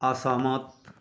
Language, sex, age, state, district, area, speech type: Nepali, male, 60+, West Bengal, Jalpaiguri, rural, read